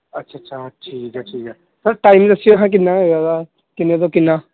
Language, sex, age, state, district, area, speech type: Punjabi, male, 18-30, Punjab, Pathankot, rural, conversation